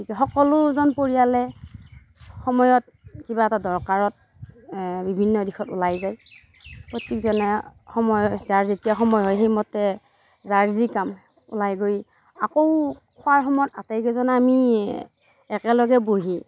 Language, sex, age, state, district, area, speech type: Assamese, female, 45-60, Assam, Darrang, rural, spontaneous